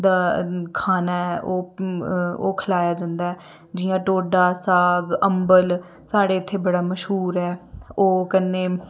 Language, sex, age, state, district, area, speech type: Dogri, female, 30-45, Jammu and Kashmir, Reasi, rural, spontaneous